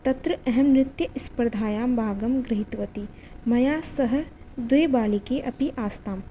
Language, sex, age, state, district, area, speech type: Sanskrit, female, 18-30, Rajasthan, Jaipur, urban, spontaneous